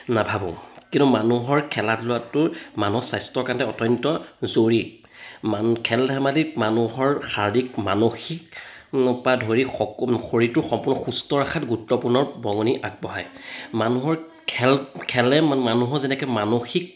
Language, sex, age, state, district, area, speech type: Assamese, male, 30-45, Assam, Jorhat, urban, spontaneous